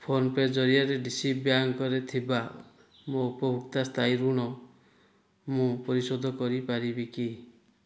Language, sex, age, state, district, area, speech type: Odia, male, 45-60, Odisha, Kandhamal, rural, read